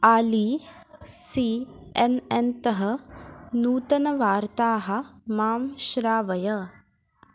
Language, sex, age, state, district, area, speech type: Sanskrit, female, 18-30, Maharashtra, Ahmednagar, urban, read